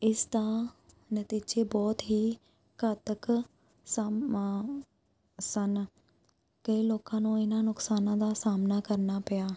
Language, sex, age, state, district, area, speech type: Punjabi, female, 30-45, Punjab, Shaheed Bhagat Singh Nagar, rural, spontaneous